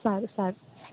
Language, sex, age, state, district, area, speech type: Gujarati, female, 18-30, Gujarat, Rajkot, urban, conversation